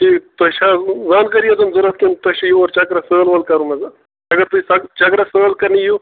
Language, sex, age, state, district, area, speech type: Kashmiri, male, 30-45, Jammu and Kashmir, Bandipora, rural, conversation